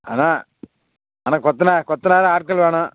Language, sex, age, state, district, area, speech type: Tamil, male, 60+, Tamil Nadu, Tiruvarur, rural, conversation